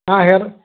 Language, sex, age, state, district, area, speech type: Kannada, male, 45-60, Karnataka, Belgaum, rural, conversation